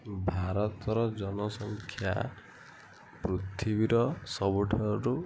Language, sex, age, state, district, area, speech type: Odia, female, 18-30, Odisha, Kendujhar, urban, spontaneous